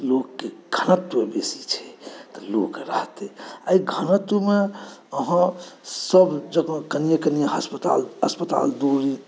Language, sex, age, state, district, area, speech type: Maithili, male, 45-60, Bihar, Saharsa, urban, spontaneous